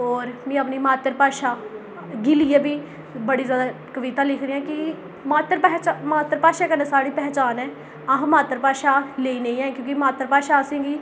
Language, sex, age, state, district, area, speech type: Dogri, female, 18-30, Jammu and Kashmir, Jammu, rural, spontaneous